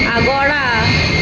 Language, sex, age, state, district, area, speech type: Goan Konkani, female, 18-30, Goa, Murmgao, urban, spontaneous